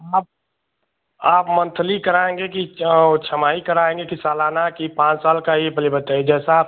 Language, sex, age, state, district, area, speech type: Hindi, male, 30-45, Uttar Pradesh, Chandauli, urban, conversation